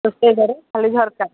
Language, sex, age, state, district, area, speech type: Odia, female, 45-60, Odisha, Sundergarh, rural, conversation